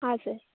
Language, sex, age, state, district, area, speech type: Kannada, female, 18-30, Karnataka, Uttara Kannada, rural, conversation